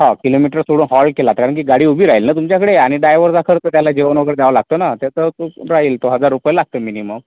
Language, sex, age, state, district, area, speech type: Marathi, male, 18-30, Maharashtra, Yavatmal, rural, conversation